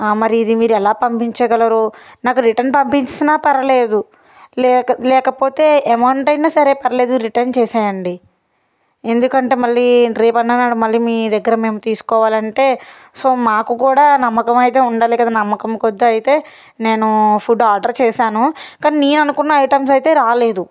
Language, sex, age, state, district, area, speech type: Telugu, female, 18-30, Andhra Pradesh, Palnadu, rural, spontaneous